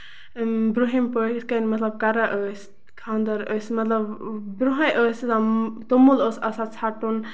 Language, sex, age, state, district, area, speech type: Kashmiri, female, 30-45, Jammu and Kashmir, Bandipora, rural, spontaneous